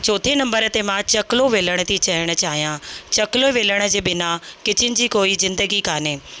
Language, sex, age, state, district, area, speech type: Sindhi, female, 30-45, Rajasthan, Ajmer, urban, spontaneous